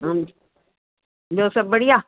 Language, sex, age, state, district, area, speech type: Sindhi, female, 60+, Delhi, South Delhi, urban, conversation